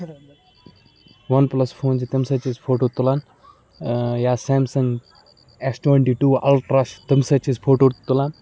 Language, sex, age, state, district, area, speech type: Kashmiri, male, 18-30, Jammu and Kashmir, Baramulla, urban, spontaneous